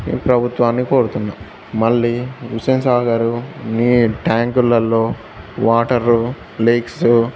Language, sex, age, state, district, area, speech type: Telugu, male, 18-30, Telangana, Jangaon, urban, spontaneous